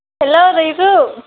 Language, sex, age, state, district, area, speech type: Bodo, female, 18-30, Assam, Kokrajhar, rural, conversation